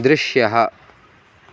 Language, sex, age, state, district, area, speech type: Sanskrit, male, 18-30, Maharashtra, Kolhapur, rural, read